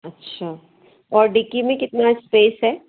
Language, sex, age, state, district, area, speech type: Hindi, female, 30-45, Madhya Pradesh, Jabalpur, urban, conversation